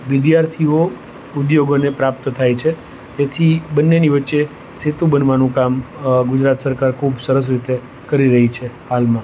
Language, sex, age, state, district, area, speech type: Gujarati, male, 45-60, Gujarat, Rajkot, urban, spontaneous